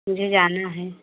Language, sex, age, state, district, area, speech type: Hindi, female, 30-45, Uttar Pradesh, Prayagraj, rural, conversation